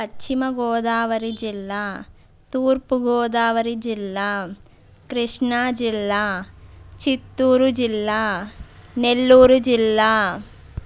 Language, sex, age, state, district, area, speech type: Telugu, female, 45-60, Andhra Pradesh, Konaseema, urban, spontaneous